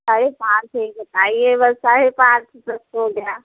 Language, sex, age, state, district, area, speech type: Hindi, female, 18-30, Uttar Pradesh, Prayagraj, rural, conversation